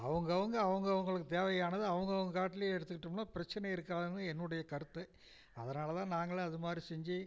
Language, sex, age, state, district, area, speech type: Tamil, male, 60+, Tamil Nadu, Namakkal, rural, spontaneous